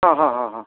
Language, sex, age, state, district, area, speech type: Odia, male, 60+, Odisha, Kandhamal, rural, conversation